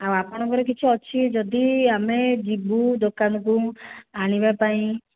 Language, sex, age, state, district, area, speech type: Odia, female, 18-30, Odisha, Jajpur, rural, conversation